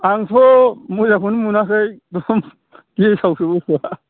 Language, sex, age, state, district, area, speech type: Bodo, male, 60+, Assam, Udalguri, rural, conversation